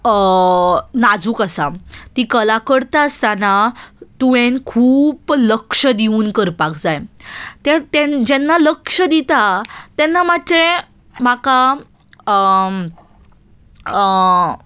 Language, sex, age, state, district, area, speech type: Goan Konkani, female, 18-30, Goa, Salcete, urban, spontaneous